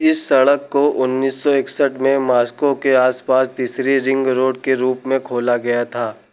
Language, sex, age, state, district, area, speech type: Hindi, male, 18-30, Uttar Pradesh, Pratapgarh, rural, read